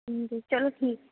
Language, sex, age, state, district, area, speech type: Dogri, female, 18-30, Jammu and Kashmir, Kathua, rural, conversation